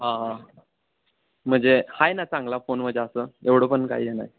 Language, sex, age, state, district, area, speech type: Marathi, male, 18-30, Maharashtra, Sangli, rural, conversation